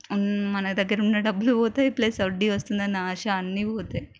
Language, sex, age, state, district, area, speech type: Telugu, female, 30-45, Telangana, Mancherial, rural, spontaneous